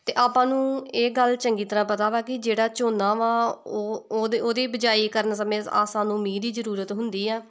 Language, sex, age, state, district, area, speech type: Punjabi, female, 18-30, Punjab, Tarn Taran, rural, spontaneous